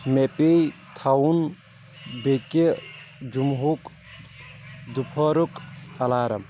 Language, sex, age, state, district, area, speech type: Kashmiri, male, 18-30, Jammu and Kashmir, Shopian, rural, read